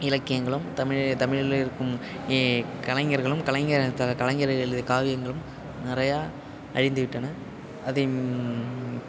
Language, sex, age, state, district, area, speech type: Tamil, male, 18-30, Tamil Nadu, Nagapattinam, rural, spontaneous